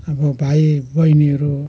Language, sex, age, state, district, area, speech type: Nepali, male, 60+, West Bengal, Kalimpong, rural, spontaneous